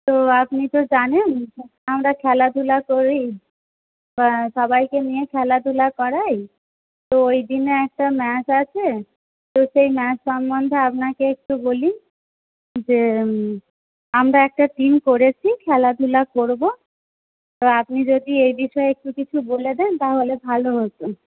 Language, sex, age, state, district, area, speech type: Bengali, female, 18-30, West Bengal, Paschim Medinipur, rural, conversation